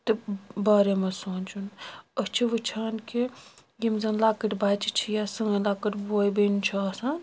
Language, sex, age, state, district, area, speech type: Kashmiri, male, 18-30, Jammu and Kashmir, Srinagar, urban, spontaneous